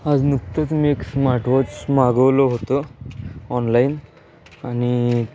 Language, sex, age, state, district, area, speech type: Marathi, male, 18-30, Maharashtra, Sangli, urban, spontaneous